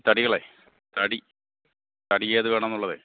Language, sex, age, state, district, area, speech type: Malayalam, male, 30-45, Kerala, Thiruvananthapuram, urban, conversation